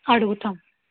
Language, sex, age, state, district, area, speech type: Telugu, female, 30-45, Andhra Pradesh, N T Rama Rao, urban, conversation